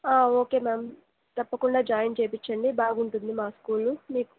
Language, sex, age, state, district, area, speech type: Telugu, female, 18-30, Andhra Pradesh, Nellore, rural, conversation